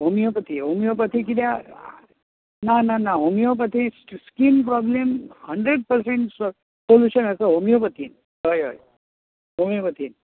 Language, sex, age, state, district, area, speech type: Goan Konkani, male, 60+, Goa, Bardez, urban, conversation